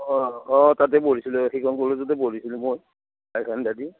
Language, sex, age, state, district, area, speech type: Assamese, male, 60+, Assam, Udalguri, rural, conversation